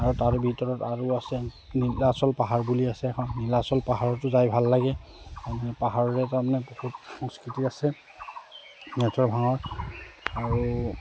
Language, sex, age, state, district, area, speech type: Assamese, male, 30-45, Assam, Udalguri, rural, spontaneous